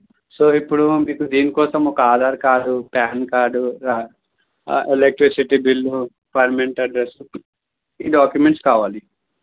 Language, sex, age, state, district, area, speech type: Telugu, male, 30-45, Andhra Pradesh, N T Rama Rao, rural, conversation